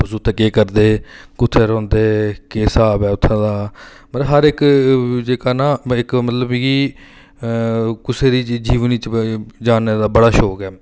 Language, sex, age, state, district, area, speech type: Dogri, male, 30-45, Jammu and Kashmir, Reasi, rural, spontaneous